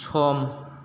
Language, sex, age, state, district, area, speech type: Bodo, male, 30-45, Assam, Chirang, rural, read